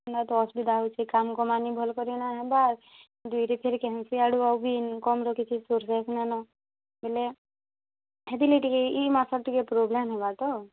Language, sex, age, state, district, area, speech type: Odia, female, 18-30, Odisha, Bargarh, urban, conversation